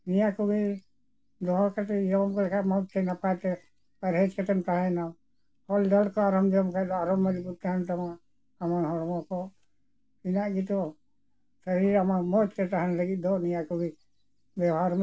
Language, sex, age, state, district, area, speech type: Santali, male, 60+, Jharkhand, Bokaro, rural, spontaneous